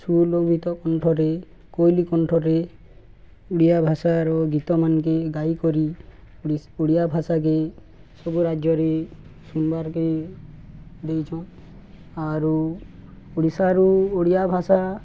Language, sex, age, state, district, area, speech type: Odia, male, 18-30, Odisha, Balangir, urban, spontaneous